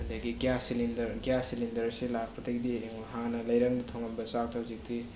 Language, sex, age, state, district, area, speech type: Manipuri, male, 18-30, Manipur, Bishnupur, rural, spontaneous